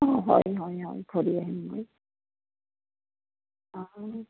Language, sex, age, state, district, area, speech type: Assamese, female, 60+, Assam, Morigaon, rural, conversation